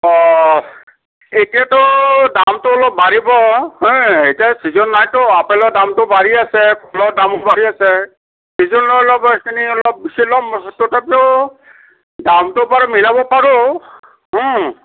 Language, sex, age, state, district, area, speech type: Assamese, male, 45-60, Assam, Kamrup Metropolitan, urban, conversation